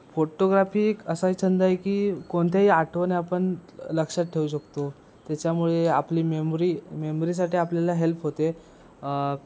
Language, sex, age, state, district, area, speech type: Marathi, male, 18-30, Maharashtra, Ratnagiri, rural, spontaneous